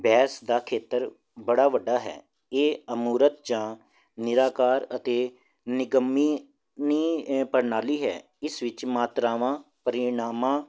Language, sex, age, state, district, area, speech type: Punjabi, male, 30-45, Punjab, Jalandhar, urban, spontaneous